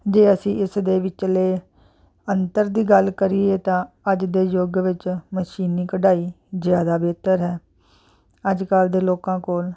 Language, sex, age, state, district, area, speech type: Punjabi, female, 45-60, Punjab, Jalandhar, urban, spontaneous